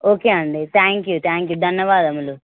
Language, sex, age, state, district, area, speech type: Telugu, female, 18-30, Telangana, Hyderabad, rural, conversation